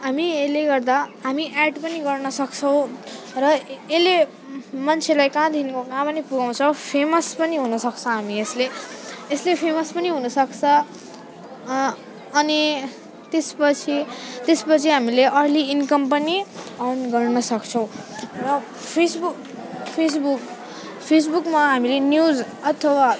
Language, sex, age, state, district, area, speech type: Nepali, female, 18-30, West Bengal, Alipurduar, urban, spontaneous